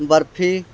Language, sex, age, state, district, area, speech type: Punjabi, male, 30-45, Punjab, Barnala, urban, spontaneous